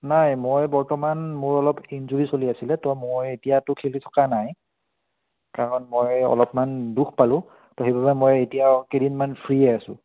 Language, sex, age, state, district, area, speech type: Assamese, male, 30-45, Assam, Udalguri, rural, conversation